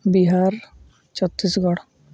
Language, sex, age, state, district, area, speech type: Santali, male, 18-30, West Bengal, Uttar Dinajpur, rural, spontaneous